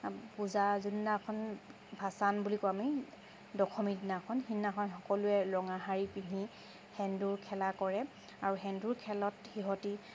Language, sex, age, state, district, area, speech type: Assamese, female, 30-45, Assam, Charaideo, urban, spontaneous